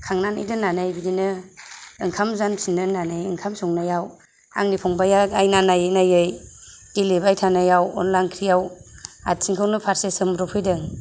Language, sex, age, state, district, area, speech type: Bodo, female, 18-30, Assam, Kokrajhar, rural, spontaneous